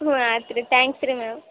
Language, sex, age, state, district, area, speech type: Kannada, female, 18-30, Karnataka, Gadag, rural, conversation